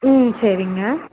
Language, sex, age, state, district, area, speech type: Tamil, female, 18-30, Tamil Nadu, Kanchipuram, urban, conversation